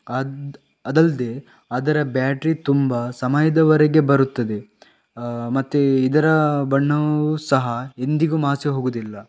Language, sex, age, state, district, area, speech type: Kannada, male, 18-30, Karnataka, Chitradurga, rural, spontaneous